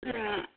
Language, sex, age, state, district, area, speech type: Kannada, female, 60+, Karnataka, Shimoga, rural, conversation